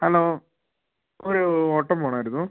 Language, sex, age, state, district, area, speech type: Malayalam, male, 18-30, Kerala, Kozhikode, urban, conversation